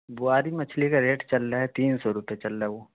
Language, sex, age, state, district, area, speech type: Urdu, male, 18-30, Bihar, Khagaria, rural, conversation